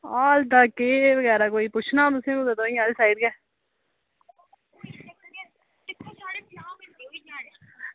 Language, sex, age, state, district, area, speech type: Dogri, female, 30-45, Jammu and Kashmir, Udhampur, rural, conversation